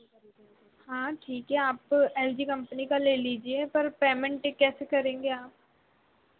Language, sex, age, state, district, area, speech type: Hindi, female, 18-30, Madhya Pradesh, Chhindwara, urban, conversation